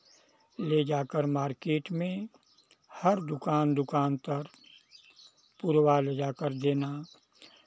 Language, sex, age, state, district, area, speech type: Hindi, male, 60+, Uttar Pradesh, Chandauli, rural, spontaneous